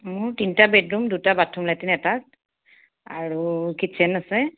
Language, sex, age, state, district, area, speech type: Assamese, female, 30-45, Assam, Sonitpur, urban, conversation